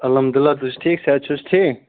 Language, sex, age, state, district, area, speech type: Kashmiri, male, 18-30, Jammu and Kashmir, Ganderbal, rural, conversation